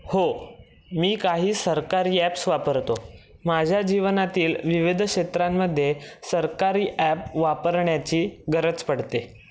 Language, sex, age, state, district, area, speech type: Marathi, male, 18-30, Maharashtra, Raigad, rural, spontaneous